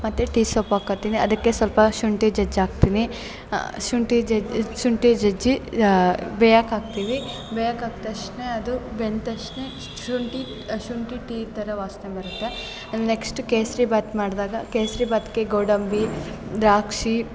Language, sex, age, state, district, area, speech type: Kannada, female, 18-30, Karnataka, Mysore, urban, spontaneous